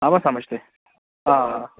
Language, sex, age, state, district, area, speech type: Kashmiri, male, 30-45, Jammu and Kashmir, Anantnag, rural, conversation